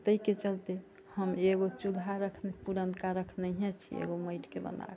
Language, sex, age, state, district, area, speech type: Maithili, female, 60+, Bihar, Sitamarhi, rural, spontaneous